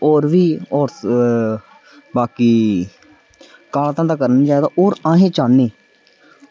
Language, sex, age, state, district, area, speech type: Dogri, male, 18-30, Jammu and Kashmir, Samba, rural, spontaneous